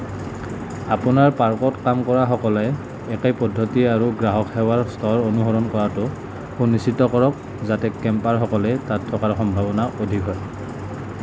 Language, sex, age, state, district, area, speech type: Assamese, male, 18-30, Assam, Nalbari, rural, read